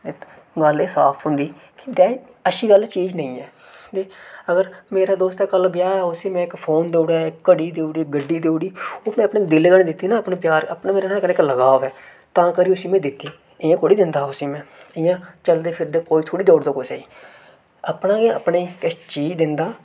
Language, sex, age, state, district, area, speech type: Dogri, male, 18-30, Jammu and Kashmir, Reasi, urban, spontaneous